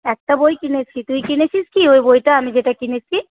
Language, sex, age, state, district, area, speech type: Bengali, female, 18-30, West Bengal, Paschim Bardhaman, rural, conversation